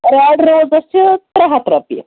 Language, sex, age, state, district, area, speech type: Kashmiri, female, 30-45, Jammu and Kashmir, Ganderbal, rural, conversation